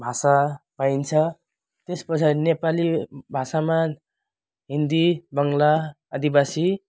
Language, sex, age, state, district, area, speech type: Nepali, male, 18-30, West Bengal, Jalpaiguri, rural, spontaneous